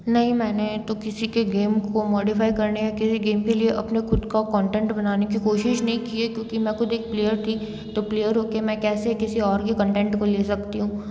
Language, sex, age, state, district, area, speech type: Hindi, female, 18-30, Rajasthan, Jodhpur, urban, spontaneous